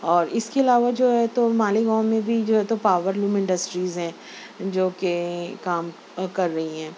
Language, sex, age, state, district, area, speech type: Urdu, female, 30-45, Maharashtra, Nashik, urban, spontaneous